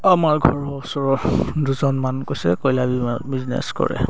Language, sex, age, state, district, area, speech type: Assamese, male, 18-30, Assam, Charaideo, rural, spontaneous